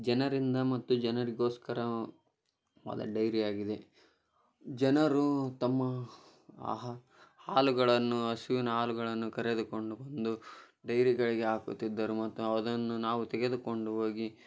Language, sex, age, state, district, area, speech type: Kannada, male, 18-30, Karnataka, Koppal, rural, spontaneous